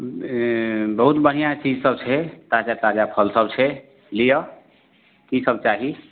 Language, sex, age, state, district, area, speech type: Maithili, male, 30-45, Bihar, Madhubani, rural, conversation